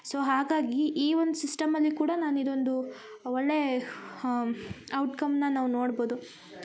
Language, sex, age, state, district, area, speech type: Kannada, female, 18-30, Karnataka, Koppal, rural, spontaneous